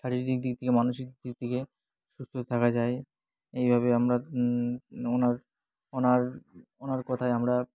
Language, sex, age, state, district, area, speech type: Bengali, male, 18-30, West Bengal, Dakshin Dinajpur, urban, spontaneous